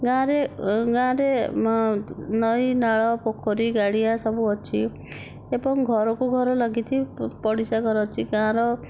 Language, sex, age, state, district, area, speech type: Odia, female, 60+, Odisha, Nayagarh, rural, spontaneous